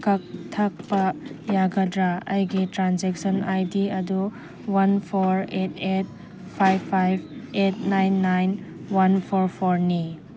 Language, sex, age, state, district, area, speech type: Manipuri, female, 30-45, Manipur, Chandel, rural, read